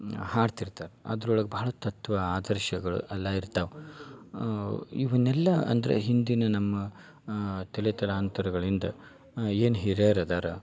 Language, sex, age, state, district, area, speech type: Kannada, male, 30-45, Karnataka, Dharwad, rural, spontaneous